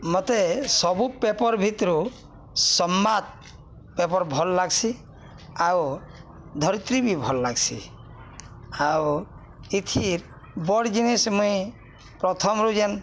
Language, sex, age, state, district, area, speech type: Odia, male, 45-60, Odisha, Balangir, urban, spontaneous